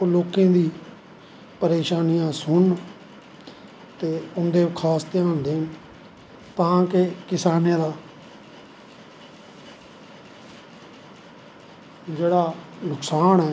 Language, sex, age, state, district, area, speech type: Dogri, male, 45-60, Jammu and Kashmir, Samba, rural, spontaneous